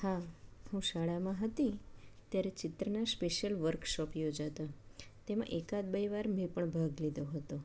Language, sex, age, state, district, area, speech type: Gujarati, female, 30-45, Gujarat, Anand, urban, spontaneous